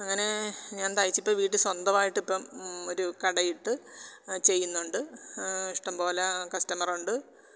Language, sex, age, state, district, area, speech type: Malayalam, female, 45-60, Kerala, Alappuzha, rural, spontaneous